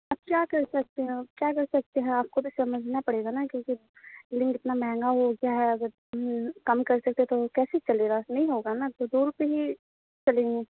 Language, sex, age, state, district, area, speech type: Urdu, female, 18-30, Bihar, Saharsa, rural, conversation